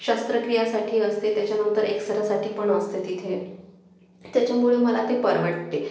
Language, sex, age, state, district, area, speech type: Marathi, female, 18-30, Maharashtra, Akola, urban, spontaneous